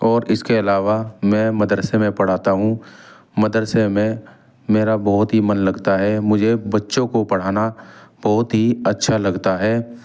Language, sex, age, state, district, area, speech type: Urdu, male, 30-45, Uttar Pradesh, Muzaffarnagar, rural, spontaneous